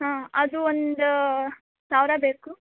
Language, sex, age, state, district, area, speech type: Kannada, female, 18-30, Karnataka, Gadag, rural, conversation